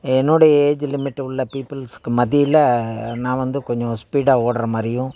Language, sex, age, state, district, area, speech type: Tamil, male, 60+, Tamil Nadu, Thanjavur, rural, spontaneous